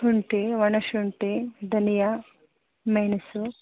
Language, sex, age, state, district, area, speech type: Kannada, female, 30-45, Karnataka, Chitradurga, rural, conversation